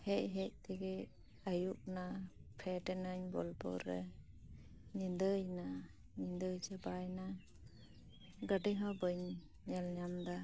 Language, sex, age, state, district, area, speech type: Santali, female, 18-30, West Bengal, Birbhum, rural, spontaneous